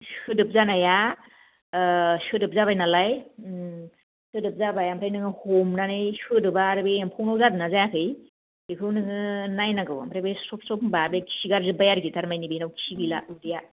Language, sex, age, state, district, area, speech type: Bodo, female, 45-60, Assam, Kokrajhar, rural, conversation